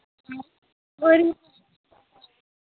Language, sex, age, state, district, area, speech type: Dogri, female, 18-30, Jammu and Kashmir, Udhampur, rural, conversation